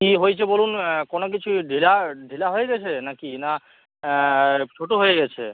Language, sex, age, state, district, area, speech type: Bengali, male, 18-30, West Bengal, Uttar Dinajpur, rural, conversation